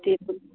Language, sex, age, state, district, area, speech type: Punjabi, female, 30-45, Punjab, Muktsar, urban, conversation